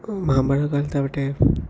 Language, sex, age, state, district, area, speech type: Malayalam, male, 30-45, Kerala, Palakkad, rural, spontaneous